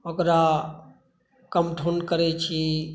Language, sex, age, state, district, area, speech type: Maithili, male, 45-60, Bihar, Saharsa, rural, spontaneous